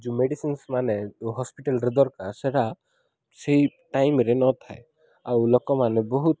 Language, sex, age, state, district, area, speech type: Odia, male, 30-45, Odisha, Koraput, urban, spontaneous